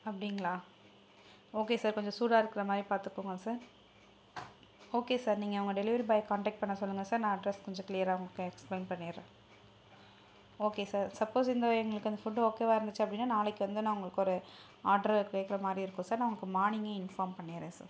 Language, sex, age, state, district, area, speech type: Tamil, female, 18-30, Tamil Nadu, Perambalur, rural, spontaneous